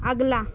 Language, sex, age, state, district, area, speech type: Hindi, female, 18-30, Madhya Pradesh, Seoni, urban, read